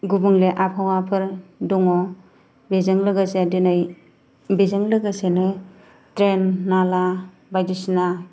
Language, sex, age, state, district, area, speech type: Bodo, female, 30-45, Assam, Kokrajhar, rural, spontaneous